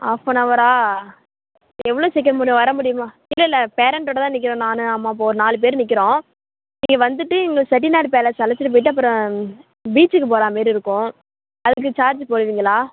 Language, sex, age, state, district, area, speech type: Tamil, female, 60+, Tamil Nadu, Tiruvarur, urban, conversation